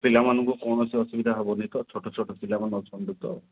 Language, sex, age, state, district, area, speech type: Odia, male, 45-60, Odisha, Koraput, urban, conversation